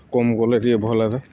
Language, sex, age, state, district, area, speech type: Odia, male, 30-45, Odisha, Subarnapur, urban, spontaneous